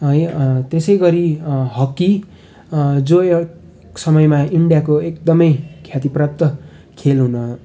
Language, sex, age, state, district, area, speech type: Nepali, male, 18-30, West Bengal, Darjeeling, rural, spontaneous